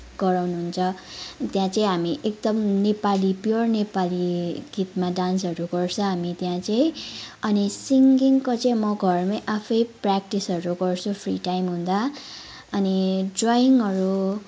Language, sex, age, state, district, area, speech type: Nepali, female, 18-30, West Bengal, Kalimpong, rural, spontaneous